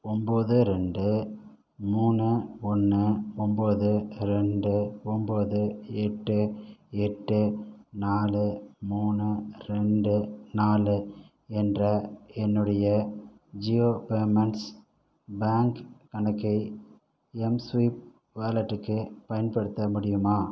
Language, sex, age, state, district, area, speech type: Tamil, male, 45-60, Tamil Nadu, Pudukkottai, rural, read